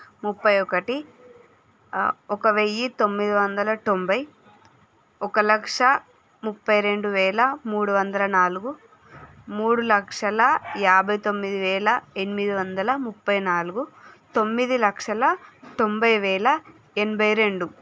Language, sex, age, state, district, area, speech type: Telugu, female, 18-30, Andhra Pradesh, Srikakulam, urban, spontaneous